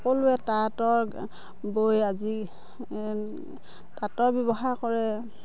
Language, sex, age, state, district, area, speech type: Assamese, female, 30-45, Assam, Dhemaji, rural, spontaneous